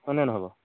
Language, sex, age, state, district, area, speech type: Assamese, male, 45-60, Assam, Dhemaji, rural, conversation